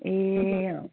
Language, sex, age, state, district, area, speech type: Nepali, female, 30-45, West Bengal, Kalimpong, rural, conversation